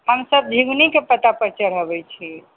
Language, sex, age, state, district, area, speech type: Maithili, female, 60+, Bihar, Sitamarhi, rural, conversation